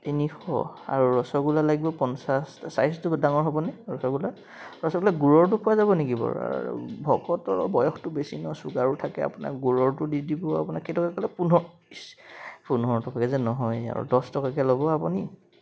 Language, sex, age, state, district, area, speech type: Assamese, male, 30-45, Assam, Jorhat, urban, spontaneous